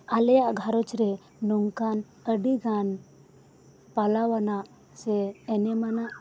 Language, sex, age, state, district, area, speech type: Santali, female, 30-45, West Bengal, Birbhum, rural, spontaneous